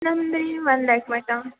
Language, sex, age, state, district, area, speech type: Kannada, female, 18-30, Karnataka, Belgaum, rural, conversation